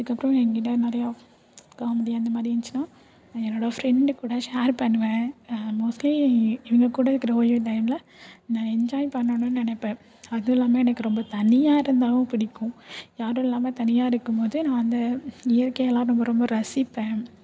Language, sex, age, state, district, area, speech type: Tamil, female, 18-30, Tamil Nadu, Thanjavur, urban, spontaneous